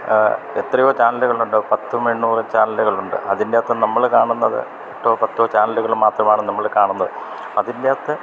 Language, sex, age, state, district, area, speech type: Malayalam, male, 60+, Kerala, Idukki, rural, spontaneous